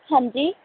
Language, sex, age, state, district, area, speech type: Punjabi, female, 18-30, Punjab, Shaheed Bhagat Singh Nagar, rural, conversation